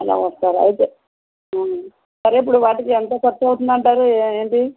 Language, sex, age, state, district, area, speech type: Telugu, female, 60+, Andhra Pradesh, West Godavari, rural, conversation